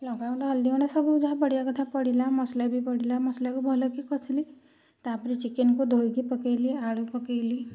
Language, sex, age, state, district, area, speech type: Odia, female, 30-45, Odisha, Kendujhar, urban, spontaneous